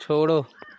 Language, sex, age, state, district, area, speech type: Hindi, male, 30-45, Uttar Pradesh, Jaunpur, rural, read